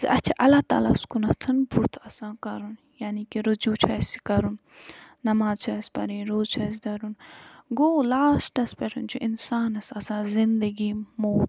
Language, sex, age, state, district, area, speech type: Kashmiri, female, 45-60, Jammu and Kashmir, Budgam, rural, spontaneous